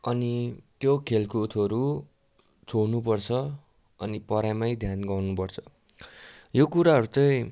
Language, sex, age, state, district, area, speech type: Nepali, male, 45-60, West Bengal, Darjeeling, rural, spontaneous